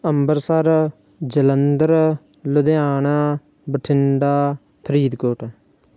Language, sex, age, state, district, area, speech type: Punjabi, male, 30-45, Punjab, Barnala, urban, spontaneous